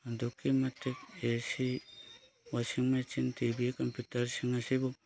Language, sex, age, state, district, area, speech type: Manipuri, male, 30-45, Manipur, Thoubal, rural, spontaneous